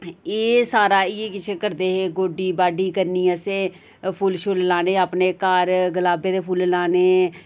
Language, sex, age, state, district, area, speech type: Dogri, female, 30-45, Jammu and Kashmir, Reasi, rural, spontaneous